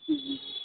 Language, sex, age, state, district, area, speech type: Bengali, female, 18-30, West Bengal, Alipurduar, rural, conversation